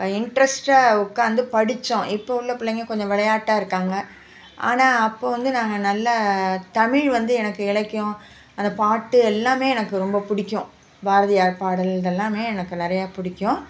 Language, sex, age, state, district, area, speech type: Tamil, female, 60+, Tamil Nadu, Nagapattinam, urban, spontaneous